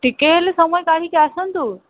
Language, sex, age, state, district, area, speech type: Odia, female, 18-30, Odisha, Sundergarh, urban, conversation